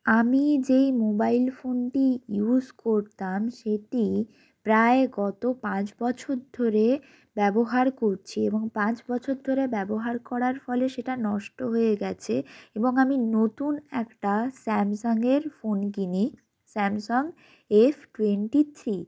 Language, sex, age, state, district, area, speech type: Bengali, female, 18-30, West Bengal, North 24 Parganas, rural, spontaneous